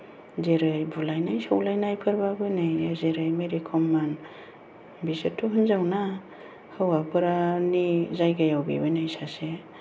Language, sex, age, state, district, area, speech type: Bodo, female, 45-60, Assam, Kokrajhar, urban, spontaneous